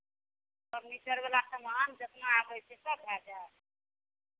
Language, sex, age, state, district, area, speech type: Maithili, female, 45-60, Bihar, Madhepura, rural, conversation